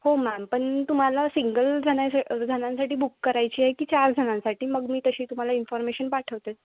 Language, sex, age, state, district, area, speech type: Marathi, female, 18-30, Maharashtra, Wardha, rural, conversation